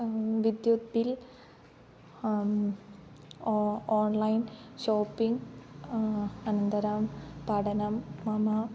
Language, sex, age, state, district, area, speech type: Sanskrit, female, 18-30, Kerala, Kannur, rural, spontaneous